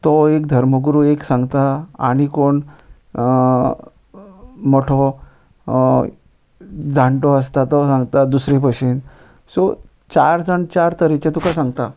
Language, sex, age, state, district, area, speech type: Goan Konkani, male, 30-45, Goa, Ponda, rural, spontaneous